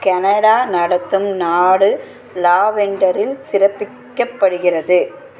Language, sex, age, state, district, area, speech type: Tamil, female, 45-60, Tamil Nadu, Chennai, urban, read